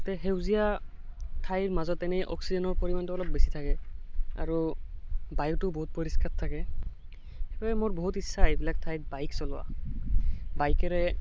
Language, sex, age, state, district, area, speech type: Assamese, male, 18-30, Assam, Barpeta, rural, spontaneous